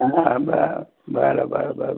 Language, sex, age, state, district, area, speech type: Marathi, male, 60+, Maharashtra, Nanded, rural, conversation